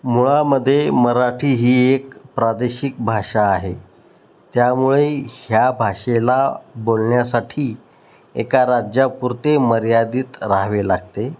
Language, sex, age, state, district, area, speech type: Marathi, male, 30-45, Maharashtra, Osmanabad, rural, spontaneous